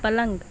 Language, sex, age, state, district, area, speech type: Hindi, female, 18-30, Uttar Pradesh, Mau, urban, read